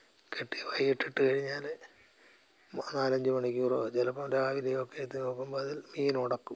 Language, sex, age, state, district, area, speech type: Malayalam, male, 60+, Kerala, Alappuzha, rural, spontaneous